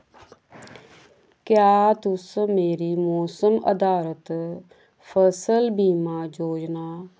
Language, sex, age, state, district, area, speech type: Dogri, female, 45-60, Jammu and Kashmir, Samba, rural, read